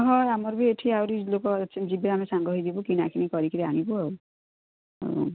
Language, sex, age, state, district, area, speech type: Odia, female, 60+, Odisha, Gajapati, rural, conversation